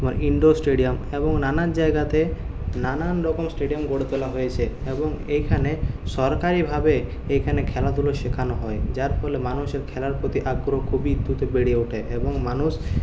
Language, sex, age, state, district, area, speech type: Bengali, male, 30-45, West Bengal, Purulia, urban, spontaneous